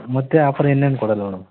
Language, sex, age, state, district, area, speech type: Kannada, male, 30-45, Karnataka, Vijayanagara, rural, conversation